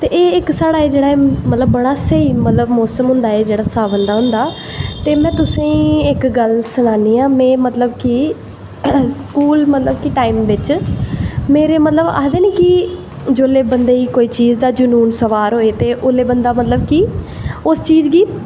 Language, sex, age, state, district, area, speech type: Dogri, female, 18-30, Jammu and Kashmir, Jammu, urban, spontaneous